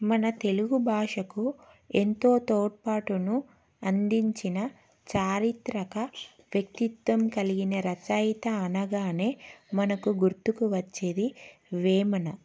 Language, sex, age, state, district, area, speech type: Telugu, female, 30-45, Telangana, Karimnagar, urban, spontaneous